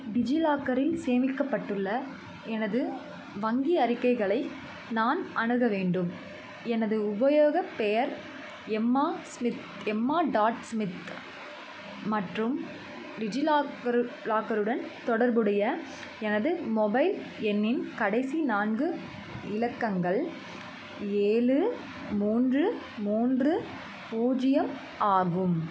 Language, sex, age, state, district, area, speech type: Tamil, female, 18-30, Tamil Nadu, Chennai, urban, read